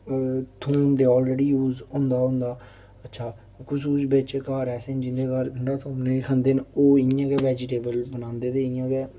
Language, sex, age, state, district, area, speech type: Dogri, male, 18-30, Jammu and Kashmir, Udhampur, rural, spontaneous